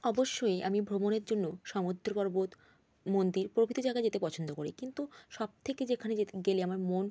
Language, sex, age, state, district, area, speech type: Bengali, female, 18-30, West Bengal, Jalpaiguri, rural, spontaneous